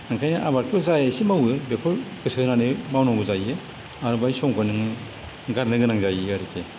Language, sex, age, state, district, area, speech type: Bodo, male, 60+, Assam, Kokrajhar, rural, spontaneous